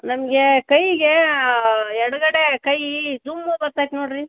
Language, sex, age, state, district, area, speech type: Kannada, female, 60+, Karnataka, Koppal, rural, conversation